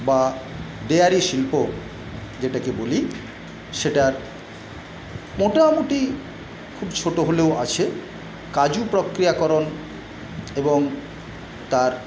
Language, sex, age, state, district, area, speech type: Bengali, male, 60+, West Bengal, Paschim Medinipur, rural, spontaneous